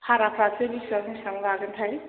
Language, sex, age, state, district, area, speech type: Bodo, female, 45-60, Assam, Chirang, urban, conversation